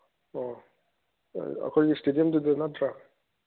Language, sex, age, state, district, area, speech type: Manipuri, male, 45-60, Manipur, Chandel, rural, conversation